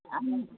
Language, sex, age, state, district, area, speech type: Malayalam, female, 30-45, Kerala, Idukki, rural, conversation